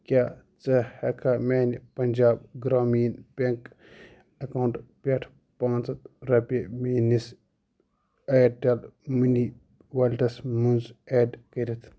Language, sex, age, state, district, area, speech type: Kashmiri, male, 18-30, Jammu and Kashmir, Ganderbal, rural, read